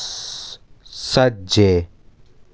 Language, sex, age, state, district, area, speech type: Dogri, male, 18-30, Jammu and Kashmir, Samba, urban, read